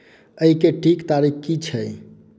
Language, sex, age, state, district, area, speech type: Maithili, male, 18-30, Bihar, Madhubani, rural, read